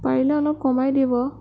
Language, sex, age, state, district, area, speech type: Assamese, female, 18-30, Assam, Sonitpur, rural, spontaneous